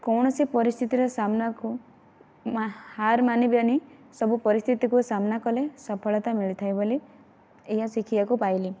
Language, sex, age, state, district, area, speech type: Odia, female, 18-30, Odisha, Kandhamal, rural, spontaneous